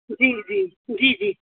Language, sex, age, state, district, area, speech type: Sindhi, female, 30-45, Rajasthan, Ajmer, rural, conversation